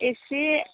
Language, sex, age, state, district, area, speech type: Bodo, female, 60+, Assam, Chirang, rural, conversation